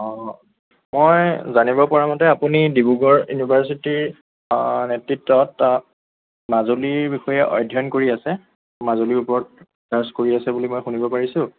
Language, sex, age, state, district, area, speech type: Assamese, male, 18-30, Assam, Lakhimpur, rural, conversation